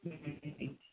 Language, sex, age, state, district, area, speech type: Maithili, male, 18-30, Bihar, Saharsa, urban, conversation